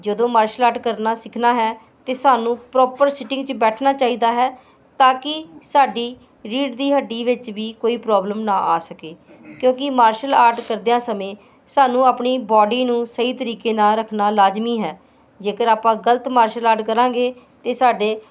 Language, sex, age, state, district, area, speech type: Punjabi, female, 45-60, Punjab, Hoshiarpur, urban, spontaneous